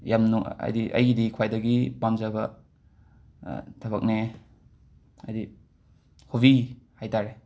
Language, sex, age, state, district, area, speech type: Manipuri, male, 45-60, Manipur, Imphal West, urban, spontaneous